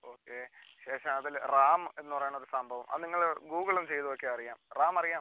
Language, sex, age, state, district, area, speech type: Malayalam, male, 18-30, Kerala, Kollam, rural, conversation